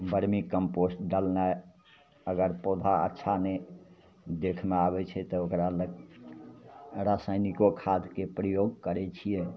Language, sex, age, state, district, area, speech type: Maithili, male, 60+, Bihar, Madhepura, rural, spontaneous